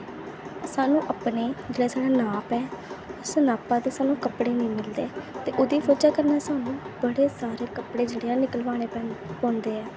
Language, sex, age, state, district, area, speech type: Dogri, female, 18-30, Jammu and Kashmir, Kathua, rural, spontaneous